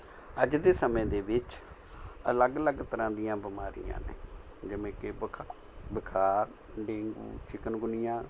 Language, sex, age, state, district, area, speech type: Punjabi, male, 60+, Punjab, Mohali, urban, spontaneous